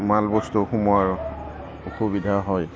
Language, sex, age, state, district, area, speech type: Assamese, male, 45-60, Assam, Udalguri, rural, spontaneous